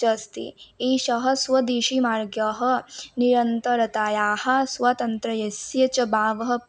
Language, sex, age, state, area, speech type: Sanskrit, female, 18-30, Assam, rural, spontaneous